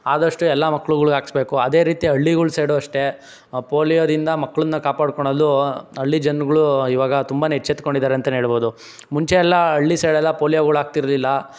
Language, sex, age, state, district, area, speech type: Kannada, male, 60+, Karnataka, Chikkaballapur, rural, spontaneous